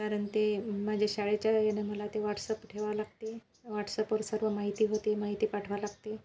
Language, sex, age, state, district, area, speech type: Marathi, female, 45-60, Maharashtra, Washim, rural, spontaneous